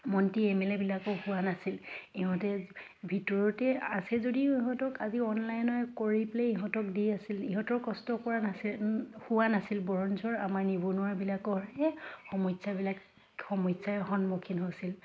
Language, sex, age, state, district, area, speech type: Assamese, female, 30-45, Assam, Dhemaji, rural, spontaneous